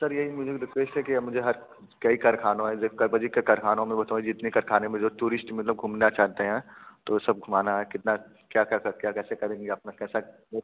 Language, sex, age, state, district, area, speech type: Hindi, male, 18-30, Uttar Pradesh, Bhadohi, urban, conversation